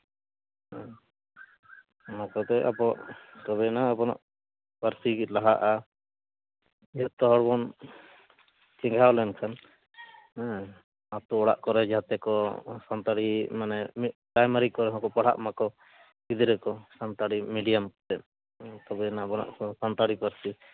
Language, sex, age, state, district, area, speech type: Santali, male, 30-45, West Bengal, Jhargram, rural, conversation